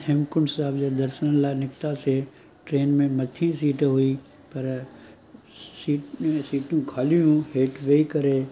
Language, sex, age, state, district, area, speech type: Sindhi, male, 45-60, Gujarat, Surat, urban, spontaneous